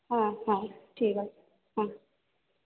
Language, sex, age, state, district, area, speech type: Bengali, female, 30-45, West Bengal, Purba Bardhaman, urban, conversation